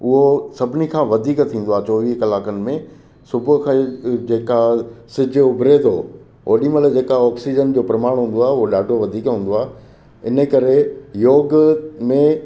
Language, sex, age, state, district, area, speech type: Sindhi, male, 60+, Gujarat, Kutch, rural, spontaneous